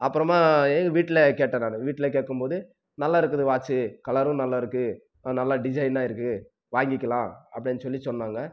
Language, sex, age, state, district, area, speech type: Tamil, male, 18-30, Tamil Nadu, Krishnagiri, rural, spontaneous